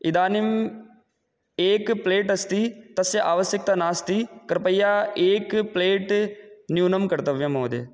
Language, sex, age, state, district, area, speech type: Sanskrit, male, 18-30, Rajasthan, Jaipur, rural, spontaneous